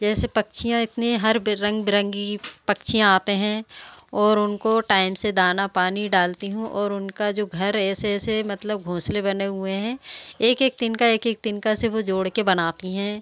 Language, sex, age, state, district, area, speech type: Hindi, female, 45-60, Madhya Pradesh, Seoni, urban, spontaneous